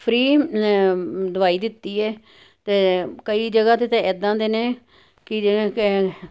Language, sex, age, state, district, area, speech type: Punjabi, female, 60+, Punjab, Jalandhar, urban, spontaneous